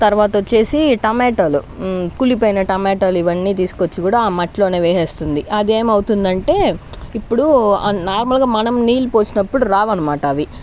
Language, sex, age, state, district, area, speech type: Telugu, female, 30-45, Andhra Pradesh, Sri Balaji, rural, spontaneous